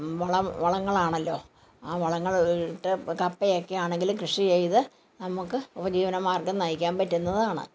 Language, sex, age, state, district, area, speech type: Malayalam, female, 60+, Kerala, Kottayam, rural, spontaneous